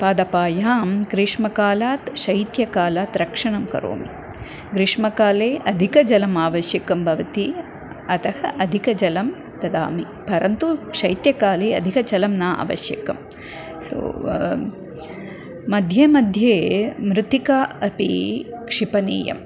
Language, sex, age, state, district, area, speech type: Sanskrit, female, 45-60, Tamil Nadu, Coimbatore, urban, spontaneous